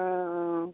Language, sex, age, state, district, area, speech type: Assamese, female, 30-45, Assam, Lakhimpur, rural, conversation